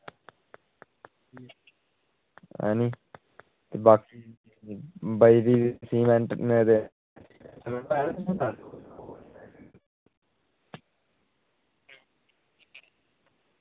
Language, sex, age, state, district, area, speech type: Dogri, male, 30-45, Jammu and Kashmir, Udhampur, rural, conversation